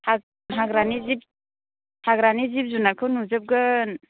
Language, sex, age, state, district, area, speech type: Bodo, female, 18-30, Assam, Chirang, urban, conversation